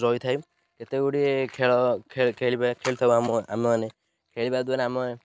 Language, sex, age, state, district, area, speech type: Odia, male, 18-30, Odisha, Ganjam, rural, spontaneous